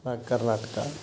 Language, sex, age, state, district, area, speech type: Kannada, male, 60+, Karnataka, Chitradurga, rural, spontaneous